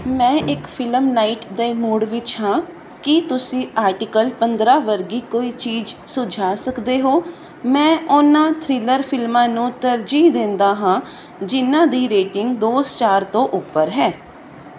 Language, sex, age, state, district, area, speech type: Punjabi, female, 18-30, Punjab, Fazilka, rural, read